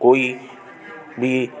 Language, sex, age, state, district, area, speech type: Sindhi, male, 30-45, Delhi, South Delhi, urban, spontaneous